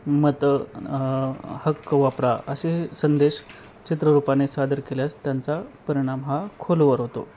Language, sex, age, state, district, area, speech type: Marathi, male, 30-45, Maharashtra, Osmanabad, rural, spontaneous